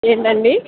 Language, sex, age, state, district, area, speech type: Telugu, female, 18-30, Andhra Pradesh, N T Rama Rao, urban, conversation